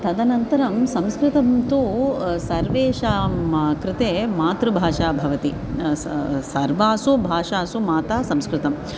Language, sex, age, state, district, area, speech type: Sanskrit, female, 45-60, Tamil Nadu, Chennai, urban, spontaneous